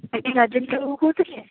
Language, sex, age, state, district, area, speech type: Odia, female, 30-45, Odisha, Bhadrak, rural, conversation